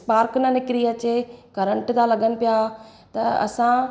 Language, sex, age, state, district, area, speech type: Sindhi, female, 30-45, Gujarat, Surat, urban, spontaneous